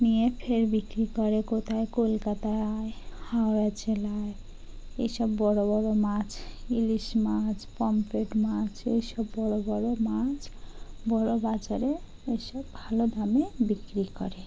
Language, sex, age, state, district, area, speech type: Bengali, female, 30-45, West Bengal, Dakshin Dinajpur, urban, spontaneous